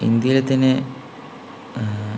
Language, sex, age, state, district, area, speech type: Malayalam, male, 30-45, Kerala, Palakkad, urban, spontaneous